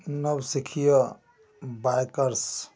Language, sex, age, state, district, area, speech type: Hindi, male, 45-60, Bihar, Samastipur, rural, spontaneous